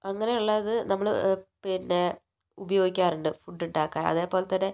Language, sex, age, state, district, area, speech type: Malayalam, female, 18-30, Kerala, Kozhikode, urban, spontaneous